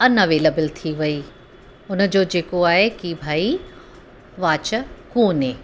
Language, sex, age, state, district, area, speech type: Sindhi, female, 45-60, Uttar Pradesh, Lucknow, rural, spontaneous